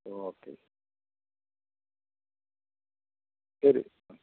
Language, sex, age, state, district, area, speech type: Malayalam, male, 60+, Kerala, Kottayam, urban, conversation